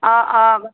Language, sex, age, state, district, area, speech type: Assamese, female, 30-45, Assam, Barpeta, rural, conversation